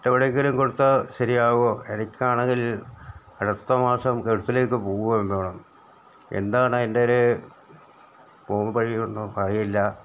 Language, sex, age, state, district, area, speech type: Malayalam, male, 60+, Kerala, Wayanad, rural, spontaneous